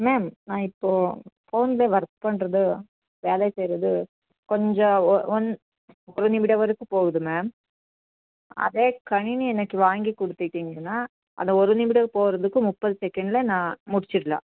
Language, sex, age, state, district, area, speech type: Tamil, female, 30-45, Tamil Nadu, Nilgiris, urban, conversation